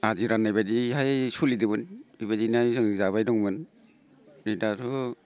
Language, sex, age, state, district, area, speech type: Bodo, male, 45-60, Assam, Baksa, urban, spontaneous